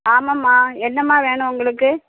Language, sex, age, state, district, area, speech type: Tamil, female, 60+, Tamil Nadu, Thoothukudi, rural, conversation